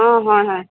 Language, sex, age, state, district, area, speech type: Assamese, female, 45-60, Assam, Tinsukia, urban, conversation